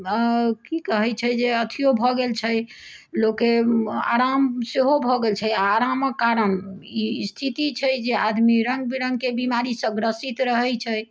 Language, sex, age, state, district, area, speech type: Maithili, female, 60+, Bihar, Sitamarhi, rural, spontaneous